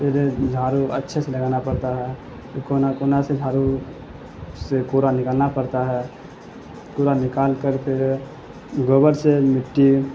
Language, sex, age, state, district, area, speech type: Urdu, male, 18-30, Bihar, Saharsa, rural, spontaneous